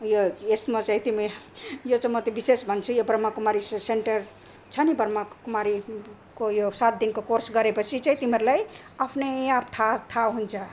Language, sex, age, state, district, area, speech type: Nepali, female, 60+, Assam, Sonitpur, rural, spontaneous